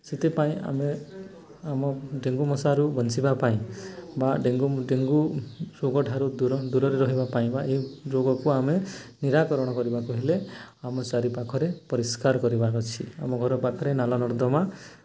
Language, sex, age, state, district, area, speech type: Odia, male, 18-30, Odisha, Nuapada, urban, spontaneous